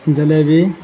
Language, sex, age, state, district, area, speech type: Urdu, male, 18-30, Bihar, Saharsa, rural, spontaneous